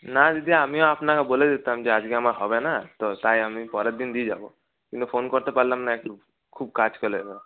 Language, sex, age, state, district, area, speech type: Bengali, male, 30-45, West Bengal, Paschim Bardhaman, urban, conversation